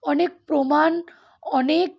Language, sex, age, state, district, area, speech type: Bengali, female, 18-30, West Bengal, Uttar Dinajpur, urban, spontaneous